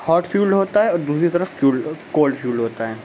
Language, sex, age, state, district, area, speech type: Urdu, male, 18-30, Uttar Pradesh, Shahjahanpur, urban, spontaneous